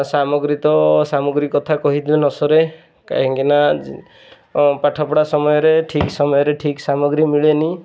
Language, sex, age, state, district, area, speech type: Odia, male, 30-45, Odisha, Jagatsinghpur, rural, spontaneous